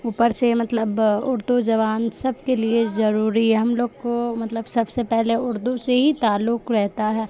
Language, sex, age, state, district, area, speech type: Urdu, female, 18-30, Bihar, Supaul, rural, spontaneous